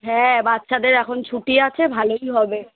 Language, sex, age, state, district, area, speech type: Bengali, female, 30-45, West Bengal, Kolkata, urban, conversation